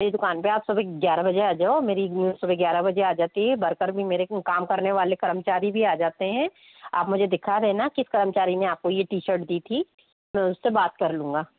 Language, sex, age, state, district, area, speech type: Hindi, female, 60+, Rajasthan, Jaipur, urban, conversation